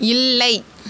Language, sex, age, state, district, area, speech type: Tamil, female, 18-30, Tamil Nadu, Tirunelveli, rural, read